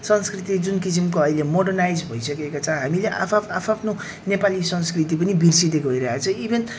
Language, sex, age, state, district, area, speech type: Nepali, male, 30-45, West Bengal, Jalpaiguri, urban, spontaneous